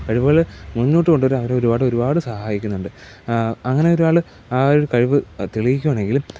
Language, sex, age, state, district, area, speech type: Malayalam, male, 18-30, Kerala, Pathanamthitta, rural, spontaneous